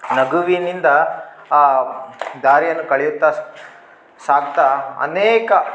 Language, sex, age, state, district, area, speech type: Kannada, male, 18-30, Karnataka, Bellary, rural, spontaneous